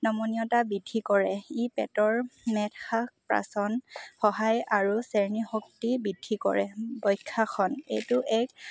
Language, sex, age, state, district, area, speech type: Assamese, female, 18-30, Assam, Lakhimpur, urban, spontaneous